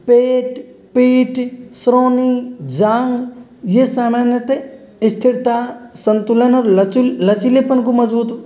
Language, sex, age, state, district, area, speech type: Hindi, male, 45-60, Rajasthan, Karauli, rural, spontaneous